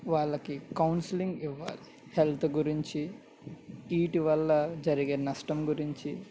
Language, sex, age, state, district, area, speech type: Telugu, male, 18-30, Andhra Pradesh, N T Rama Rao, urban, spontaneous